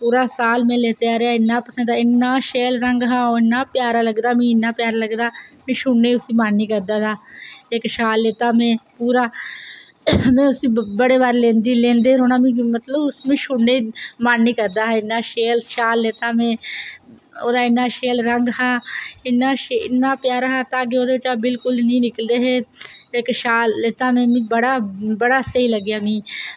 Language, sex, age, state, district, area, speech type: Dogri, female, 18-30, Jammu and Kashmir, Reasi, rural, spontaneous